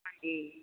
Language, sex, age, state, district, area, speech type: Punjabi, female, 45-60, Punjab, Firozpur, rural, conversation